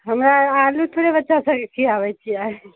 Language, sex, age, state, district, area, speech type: Maithili, female, 18-30, Bihar, Madhepura, rural, conversation